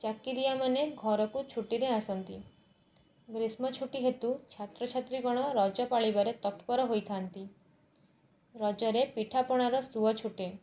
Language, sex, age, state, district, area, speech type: Odia, female, 18-30, Odisha, Cuttack, urban, spontaneous